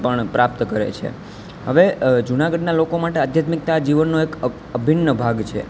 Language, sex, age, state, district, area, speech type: Gujarati, male, 18-30, Gujarat, Junagadh, urban, spontaneous